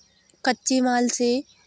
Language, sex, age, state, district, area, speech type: Hindi, female, 18-30, Madhya Pradesh, Hoshangabad, rural, spontaneous